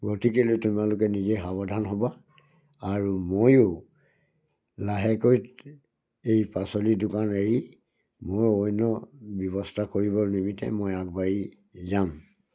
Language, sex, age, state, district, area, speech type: Assamese, male, 60+, Assam, Charaideo, rural, spontaneous